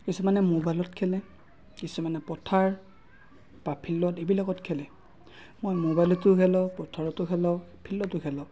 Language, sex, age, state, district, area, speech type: Assamese, male, 30-45, Assam, Darrang, rural, spontaneous